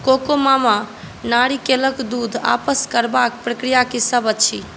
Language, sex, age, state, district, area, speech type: Maithili, female, 18-30, Bihar, Saharsa, urban, read